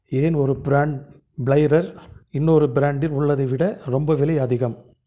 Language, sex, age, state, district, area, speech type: Tamil, male, 45-60, Tamil Nadu, Krishnagiri, rural, read